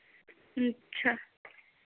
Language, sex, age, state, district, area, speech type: Hindi, female, 18-30, Uttar Pradesh, Chandauli, urban, conversation